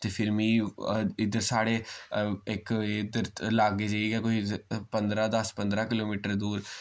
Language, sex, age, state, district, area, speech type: Dogri, male, 18-30, Jammu and Kashmir, Samba, rural, spontaneous